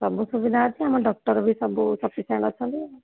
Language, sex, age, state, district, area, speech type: Odia, female, 30-45, Odisha, Sambalpur, rural, conversation